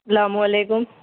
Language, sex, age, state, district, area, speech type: Urdu, female, 45-60, Bihar, Khagaria, rural, conversation